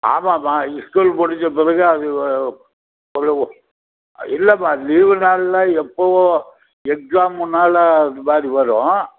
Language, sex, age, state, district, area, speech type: Tamil, male, 60+, Tamil Nadu, Krishnagiri, rural, conversation